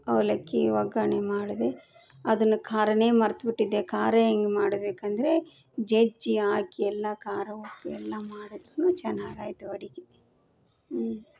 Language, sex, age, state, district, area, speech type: Kannada, female, 30-45, Karnataka, Koppal, urban, spontaneous